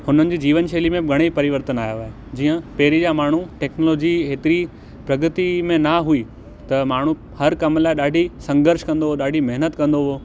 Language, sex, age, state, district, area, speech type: Sindhi, male, 18-30, Gujarat, Kutch, urban, spontaneous